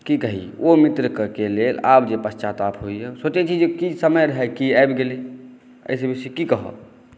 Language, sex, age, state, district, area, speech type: Maithili, male, 30-45, Bihar, Saharsa, urban, spontaneous